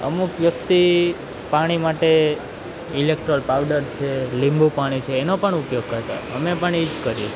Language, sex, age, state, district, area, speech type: Gujarati, male, 18-30, Gujarat, Junagadh, urban, spontaneous